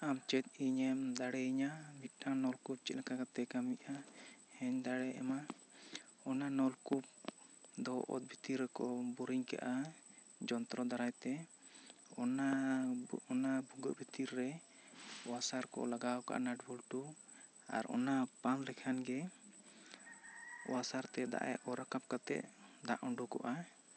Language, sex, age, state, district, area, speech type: Santali, male, 18-30, West Bengal, Bankura, rural, spontaneous